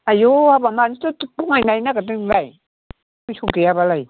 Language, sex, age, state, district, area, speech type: Bodo, female, 60+, Assam, Chirang, rural, conversation